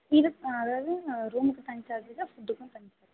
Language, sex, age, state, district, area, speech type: Tamil, female, 18-30, Tamil Nadu, Karur, rural, conversation